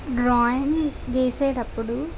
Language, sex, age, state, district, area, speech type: Telugu, female, 45-60, Andhra Pradesh, Kakinada, rural, spontaneous